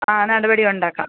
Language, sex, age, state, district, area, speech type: Malayalam, female, 18-30, Kerala, Kottayam, rural, conversation